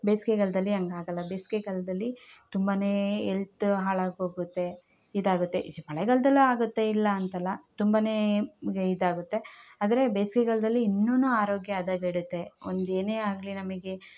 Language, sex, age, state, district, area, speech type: Kannada, female, 30-45, Karnataka, Chikkamagaluru, rural, spontaneous